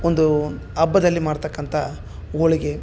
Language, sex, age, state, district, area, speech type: Kannada, male, 30-45, Karnataka, Bellary, rural, spontaneous